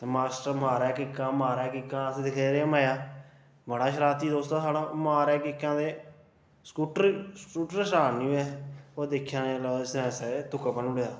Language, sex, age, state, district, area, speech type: Dogri, male, 18-30, Jammu and Kashmir, Reasi, urban, spontaneous